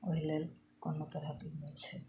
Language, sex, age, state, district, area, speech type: Maithili, female, 60+, Bihar, Madhubani, rural, spontaneous